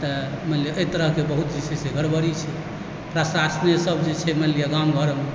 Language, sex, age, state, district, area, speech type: Maithili, male, 45-60, Bihar, Supaul, rural, spontaneous